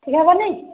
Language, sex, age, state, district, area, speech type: Odia, female, 45-60, Odisha, Sambalpur, rural, conversation